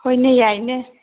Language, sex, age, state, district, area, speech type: Manipuri, female, 30-45, Manipur, Tengnoupal, rural, conversation